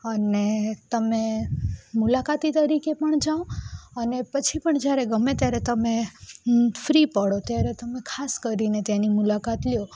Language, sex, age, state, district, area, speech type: Gujarati, female, 18-30, Gujarat, Rajkot, rural, spontaneous